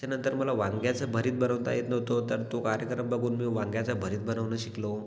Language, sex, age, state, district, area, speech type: Marathi, male, 18-30, Maharashtra, Washim, rural, spontaneous